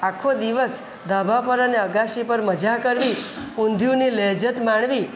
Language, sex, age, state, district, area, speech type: Gujarati, female, 45-60, Gujarat, Surat, urban, spontaneous